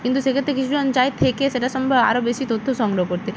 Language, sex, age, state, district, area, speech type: Bengali, female, 30-45, West Bengal, Purba Medinipur, rural, spontaneous